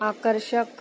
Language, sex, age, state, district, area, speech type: Marathi, female, 45-60, Maharashtra, Akola, rural, read